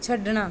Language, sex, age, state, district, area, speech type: Punjabi, female, 30-45, Punjab, Bathinda, urban, read